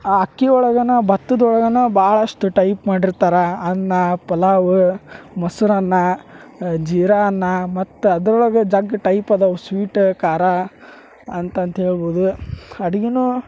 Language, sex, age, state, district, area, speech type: Kannada, male, 30-45, Karnataka, Gadag, rural, spontaneous